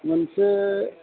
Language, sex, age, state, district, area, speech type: Bodo, male, 45-60, Assam, Chirang, urban, conversation